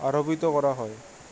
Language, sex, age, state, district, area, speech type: Assamese, male, 18-30, Assam, Goalpara, urban, spontaneous